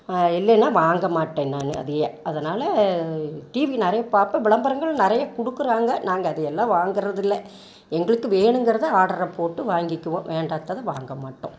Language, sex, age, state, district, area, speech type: Tamil, female, 60+, Tamil Nadu, Coimbatore, rural, spontaneous